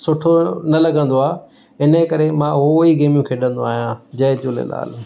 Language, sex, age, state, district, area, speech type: Sindhi, male, 45-60, Maharashtra, Mumbai City, urban, spontaneous